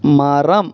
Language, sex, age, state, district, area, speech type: Tamil, male, 18-30, Tamil Nadu, Virudhunagar, rural, read